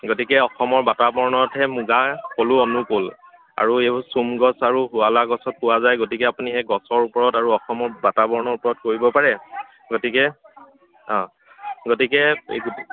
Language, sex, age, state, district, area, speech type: Assamese, male, 30-45, Assam, Dibrugarh, rural, conversation